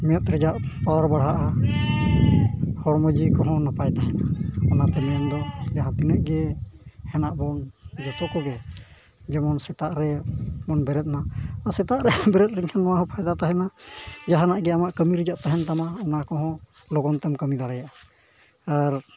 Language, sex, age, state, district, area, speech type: Santali, male, 45-60, Jharkhand, East Singhbhum, rural, spontaneous